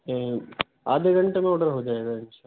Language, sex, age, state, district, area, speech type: Urdu, male, 30-45, Delhi, Central Delhi, urban, conversation